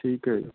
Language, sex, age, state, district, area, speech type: Punjabi, male, 18-30, Punjab, Mohali, rural, conversation